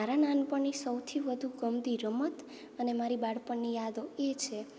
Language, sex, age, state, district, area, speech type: Gujarati, female, 18-30, Gujarat, Morbi, urban, spontaneous